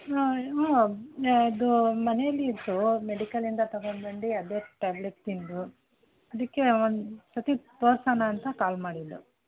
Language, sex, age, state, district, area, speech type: Kannada, female, 30-45, Karnataka, Mysore, rural, conversation